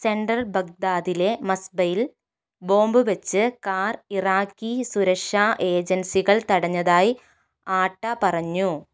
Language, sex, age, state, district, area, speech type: Malayalam, female, 30-45, Kerala, Kozhikode, urban, read